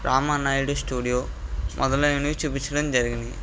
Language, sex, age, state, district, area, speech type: Telugu, male, 18-30, Andhra Pradesh, N T Rama Rao, urban, spontaneous